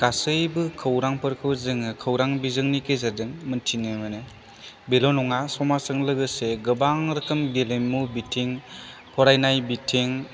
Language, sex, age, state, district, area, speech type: Bodo, male, 18-30, Assam, Chirang, rural, spontaneous